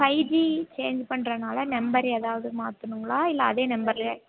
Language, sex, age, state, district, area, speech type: Tamil, female, 18-30, Tamil Nadu, Nilgiris, rural, conversation